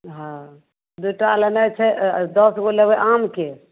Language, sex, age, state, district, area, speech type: Maithili, female, 45-60, Bihar, Madhepura, rural, conversation